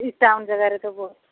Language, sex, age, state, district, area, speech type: Odia, female, 45-60, Odisha, Sambalpur, rural, conversation